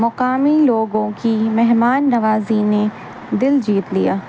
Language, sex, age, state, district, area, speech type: Urdu, female, 30-45, Bihar, Gaya, urban, spontaneous